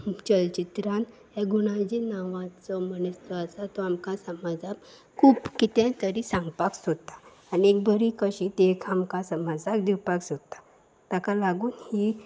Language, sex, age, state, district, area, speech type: Goan Konkani, female, 18-30, Goa, Salcete, urban, spontaneous